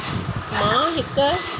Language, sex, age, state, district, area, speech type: Sindhi, female, 45-60, Delhi, South Delhi, urban, spontaneous